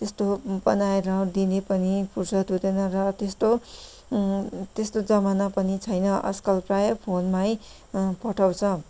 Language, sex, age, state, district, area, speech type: Nepali, female, 30-45, West Bengal, Kalimpong, rural, spontaneous